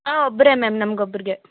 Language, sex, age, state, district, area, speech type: Kannada, female, 18-30, Karnataka, Bellary, urban, conversation